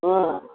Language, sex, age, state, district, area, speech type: Kannada, female, 60+, Karnataka, Chamarajanagar, rural, conversation